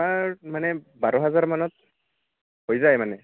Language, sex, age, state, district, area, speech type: Assamese, male, 18-30, Assam, Barpeta, rural, conversation